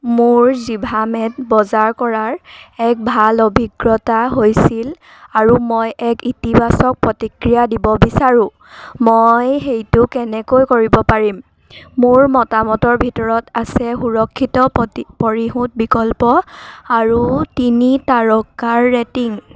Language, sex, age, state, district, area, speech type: Assamese, female, 18-30, Assam, Sivasagar, rural, read